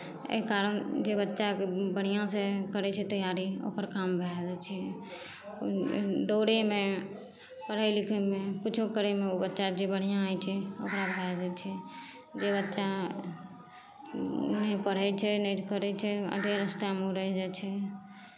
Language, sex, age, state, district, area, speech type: Maithili, female, 18-30, Bihar, Madhepura, rural, spontaneous